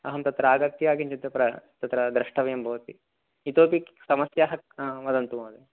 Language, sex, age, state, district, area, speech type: Sanskrit, male, 30-45, Telangana, Ranga Reddy, urban, conversation